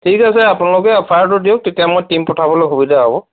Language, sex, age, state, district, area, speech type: Assamese, male, 45-60, Assam, Sivasagar, rural, conversation